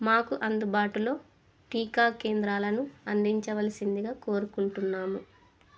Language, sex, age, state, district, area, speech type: Telugu, female, 45-60, Andhra Pradesh, Kurnool, rural, spontaneous